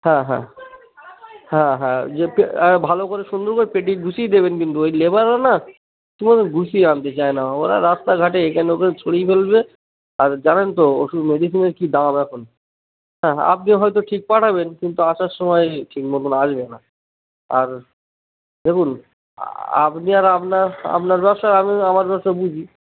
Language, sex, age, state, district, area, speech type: Bengali, male, 30-45, West Bengal, Cooch Behar, urban, conversation